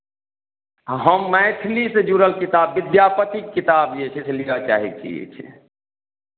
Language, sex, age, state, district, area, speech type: Maithili, male, 45-60, Bihar, Madhubani, rural, conversation